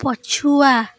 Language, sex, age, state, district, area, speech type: Odia, female, 18-30, Odisha, Kendrapara, urban, read